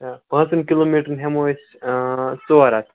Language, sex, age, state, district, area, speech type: Kashmiri, male, 18-30, Jammu and Kashmir, Baramulla, rural, conversation